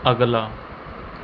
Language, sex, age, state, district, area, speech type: Punjabi, male, 18-30, Punjab, Mohali, rural, read